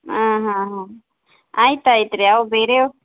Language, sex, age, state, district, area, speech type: Kannada, female, 30-45, Karnataka, Gulbarga, urban, conversation